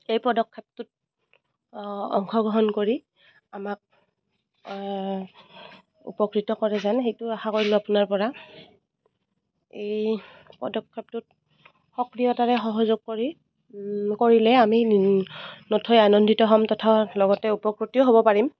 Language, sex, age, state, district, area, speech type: Assamese, female, 30-45, Assam, Goalpara, rural, spontaneous